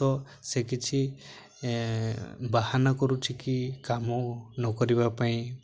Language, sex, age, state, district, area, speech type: Odia, male, 18-30, Odisha, Mayurbhanj, rural, spontaneous